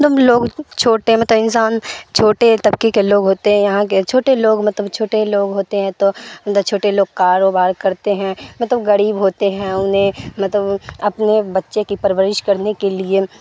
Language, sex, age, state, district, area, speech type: Urdu, female, 18-30, Bihar, Supaul, rural, spontaneous